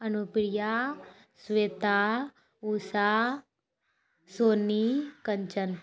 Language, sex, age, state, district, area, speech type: Maithili, female, 18-30, Bihar, Purnia, rural, spontaneous